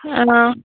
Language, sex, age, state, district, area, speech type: Manipuri, female, 18-30, Manipur, Tengnoupal, rural, conversation